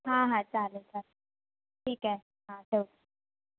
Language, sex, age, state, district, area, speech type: Marathi, female, 18-30, Maharashtra, Ratnagiri, rural, conversation